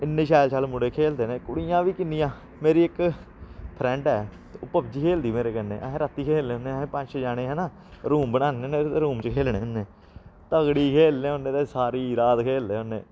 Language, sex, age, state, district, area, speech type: Dogri, male, 18-30, Jammu and Kashmir, Samba, urban, spontaneous